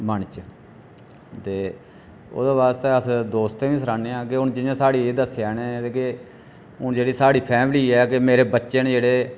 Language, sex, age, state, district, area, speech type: Dogri, male, 45-60, Jammu and Kashmir, Reasi, rural, spontaneous